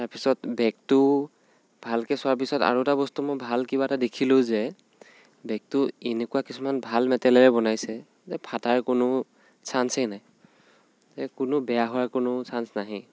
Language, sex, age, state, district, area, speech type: Assamese, male, 18-30, Assam, Nagaon, rural, spontaneous